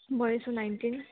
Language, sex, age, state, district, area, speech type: Odia, female, 18-30, Odisha, Koraput, urban, conversation